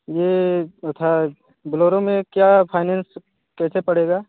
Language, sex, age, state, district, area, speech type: Hindi, male, 30-45, Uttar Pradesh, Mirzapur, rural, conversation